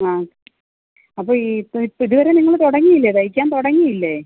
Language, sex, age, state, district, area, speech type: Malayalam, female, 30-45, Kerala, Alappuzha, rural, conversation